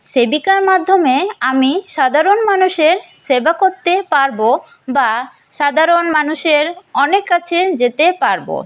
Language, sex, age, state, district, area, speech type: Bengali, female, 18-30, West Bengal, Paschim Bardhaman, rural, spontaneous